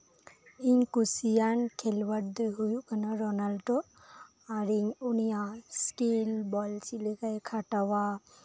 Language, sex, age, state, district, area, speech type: Santali, female, 18-30, West Bengal, Birbhum, rural, spontaneous